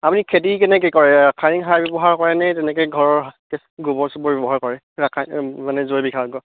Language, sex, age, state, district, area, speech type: Assamese, male, 30-45, Assam, Majuli, urban, conversation